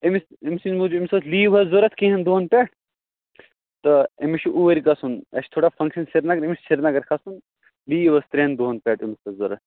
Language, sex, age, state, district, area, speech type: Kashmiri, male, 18-30, Jammu and Kashmir, Kupwara, rural, conversation